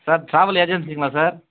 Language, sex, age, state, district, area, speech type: Tamil, male, 30-45, Tamil Nadu, Chengalpattu, rural, conversation